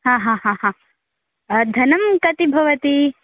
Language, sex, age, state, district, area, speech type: Sanskrit, female, 18-30, Karnataka, Uttara Kannada, urban, conversation